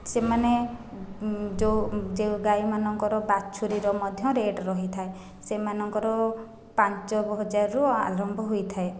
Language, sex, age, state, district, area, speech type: Odia, female, 30-45, Odisha, Khordha, rural, spontaneous